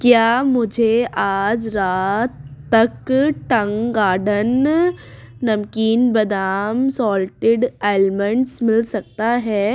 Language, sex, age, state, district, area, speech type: Urdu, female, 18-30, Uttar Pradesh, Ghaziabad, urban, read